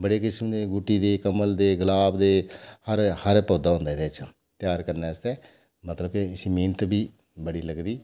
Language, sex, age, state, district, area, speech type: Dogri, male, 45-60, Jammu and Kashmir, Udhampur, urban, spontaneous